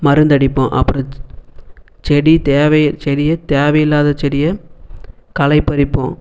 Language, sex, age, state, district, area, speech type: Tamil, male, 18-30, Tamil Nadu, Erode, urban, spontaneous